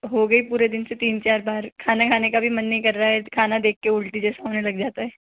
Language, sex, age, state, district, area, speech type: Hindi, female, 18-30, Rajasthan, Jaipur, urban, conversation